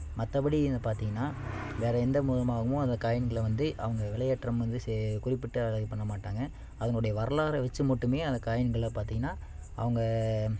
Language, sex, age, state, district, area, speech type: Tamil, male, 18-30, Tamil Nadu, Namakkal, rural, spontaneous